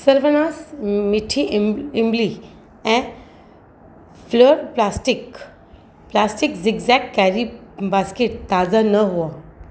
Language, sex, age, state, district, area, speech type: Sindhi, female, 45-60, Maharashtra, Mumbai Suburban, urban, read